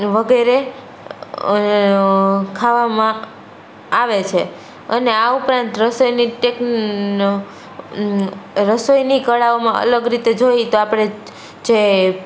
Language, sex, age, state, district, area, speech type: Gujarati, female, 18-30, Gujarat, Rajkot, urban, spontaneous